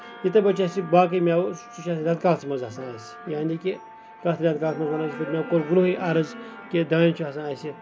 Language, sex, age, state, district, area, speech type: Kashmiri, male, 45-60, Jammu and Kashmir, Ganderbal, rural, spontaneous